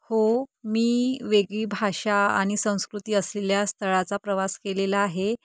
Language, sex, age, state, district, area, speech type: Marathi, female, 30-45, Maharashtra, Nagpur, urban, spontaneous